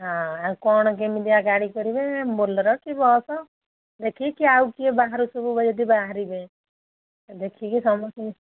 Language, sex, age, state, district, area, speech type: Odia, female, 60+, Odisha, Jharsuguda, rural, conversation